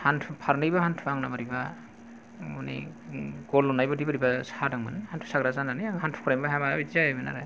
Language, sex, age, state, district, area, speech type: Bodo, male, 45-60, Assam, Kokrajhar, rural, spontaneous